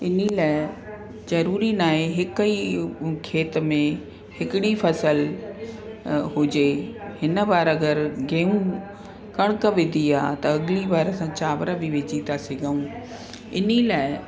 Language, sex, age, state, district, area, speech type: Sindhi, female, 45-60, Uttar Pradesh, Lucknow, urban, spontaneous